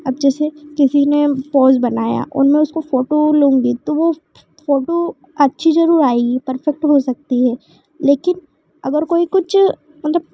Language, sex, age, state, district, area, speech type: Hindi, female, 30-45, Madhya Pradesh, Ujjain, urban, spontaneous